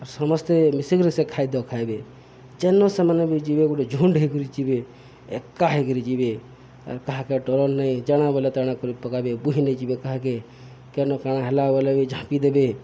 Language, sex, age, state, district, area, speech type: Odia, male, 45-60, Odisha, Subarnapur, urban, spontaneous